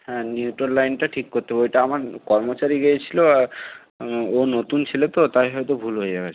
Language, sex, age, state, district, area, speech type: Bengali, male, 60+, West Bengal, Purba Medinipur, rural, conversation